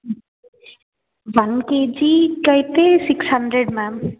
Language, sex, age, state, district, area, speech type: Telugu, female, 18-30, Telangana, Ranga Reddy, urban, conversation